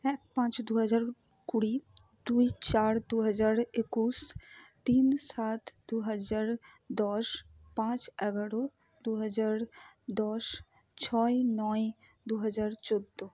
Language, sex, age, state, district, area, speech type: Bengali, female, 45-60, West Bengal, Purba Bardhaman, rural, spontaneous